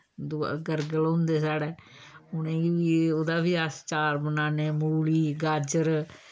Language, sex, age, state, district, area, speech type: Dogri, female, 60+, Jammu and Kashmir, Samba, rural, spontaneous